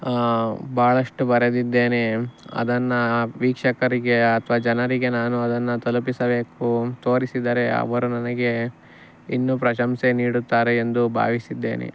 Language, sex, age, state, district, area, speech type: Kannada, male, 45-60, Karnataka, Bangalore Rural, rural, spontaneous